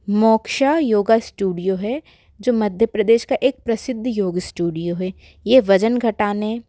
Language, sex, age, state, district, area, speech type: Hindi, female, 30-45, Madhya Pradesh, Bhopal, urban, spontaneous